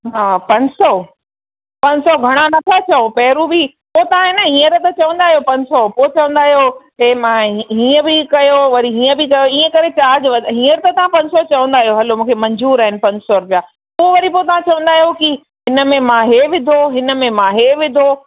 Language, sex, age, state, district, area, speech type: Sindhi, female, 45-60, Rajasthan, Ajmer, urban, conversation